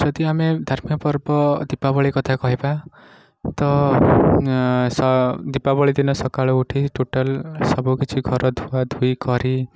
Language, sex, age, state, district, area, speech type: Odia, male, 18-30, Odisha, Nayagarh, rural, spontaneous